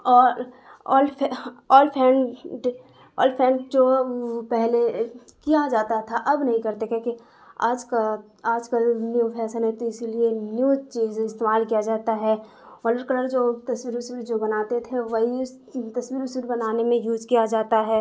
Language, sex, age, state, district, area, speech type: Urdu, female, 30-45, Bihar, Darbhanga, rural, spontaneous